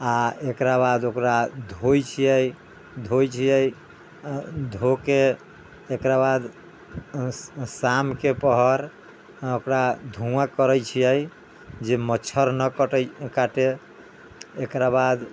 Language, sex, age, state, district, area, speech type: Maithili, male, 60+, Bihar, Sitamarhi, rural, spontaneous